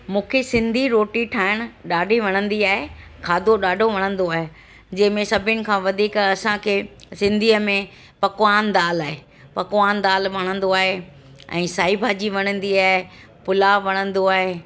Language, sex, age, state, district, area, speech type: Sindhi, female, 60+, Delhi, South Delhi, urban, spontaneous